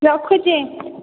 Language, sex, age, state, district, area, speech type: Odia, female, 30-45, Odisha, Boudh, rural, conversation